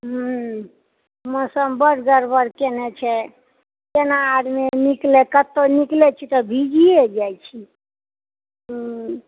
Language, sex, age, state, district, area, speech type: Maithili, female, 60+, Bihar, Purnia, rural, conversation